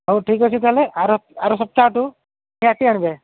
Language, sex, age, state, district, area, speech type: Odia, male, 30-45, Odisha, Mayurbhanj, rural, conversation